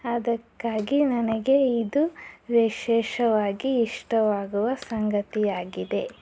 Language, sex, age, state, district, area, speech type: Kannada, female, 18-30, Karnataka, Chitradurga, rural, spontaneous